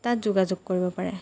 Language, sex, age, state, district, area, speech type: Assamese, female, 18-30, Assam, Lakhimpur, rural, spontaneous